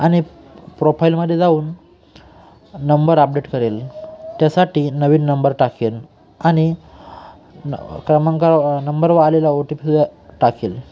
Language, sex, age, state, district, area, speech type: Marathi, male, 18-30, Maharashtra, Nashik, urban, spontaneous